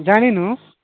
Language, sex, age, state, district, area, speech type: Odia, male, 45-60, Odisha, Nabarangpur, rural, conversation